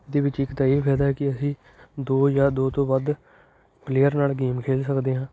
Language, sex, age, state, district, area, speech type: Punjabi, male, 18-30, Punjab, Shaheed Bhagat Singh Nagar, urban, spontaneous